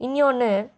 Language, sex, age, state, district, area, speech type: Tamil, female, 18-30, Tamil Nadu, Coimbatore, rural, spontaneous